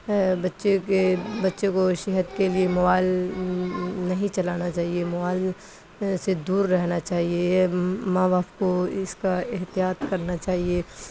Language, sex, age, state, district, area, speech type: Urdu, female, 45-60, Bihar, Khagaria, rural, spontaneous